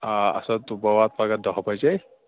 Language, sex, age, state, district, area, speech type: Kashmiri, male, 18-30, Jammu and Kashmir, Pulwama, rural, conversation